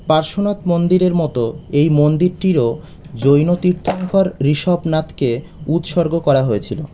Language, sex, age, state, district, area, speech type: Bengali, male, 30-45, West Bengal, Birbhum, urban, read